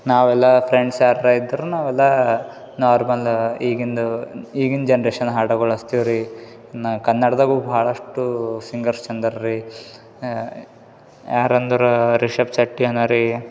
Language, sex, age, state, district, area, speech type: Kannada, male, 18-30, Karnataka, Gulbarga, urban, spontaneous